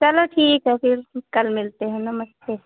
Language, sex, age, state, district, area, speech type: Hindi, female, 45-60, Uttar Pradesh, Ayodhya, rural, conversation